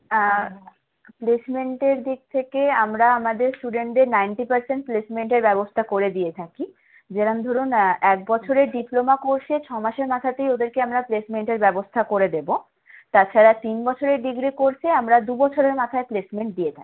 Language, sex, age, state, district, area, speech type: Bengali, female, 18-30, West Bengal, Howrah, urban, conversation